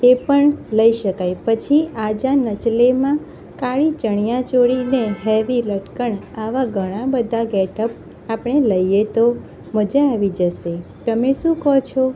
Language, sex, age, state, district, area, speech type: Gujarati, female, 30-45, Gujarat, Kheda, rural, spontaneous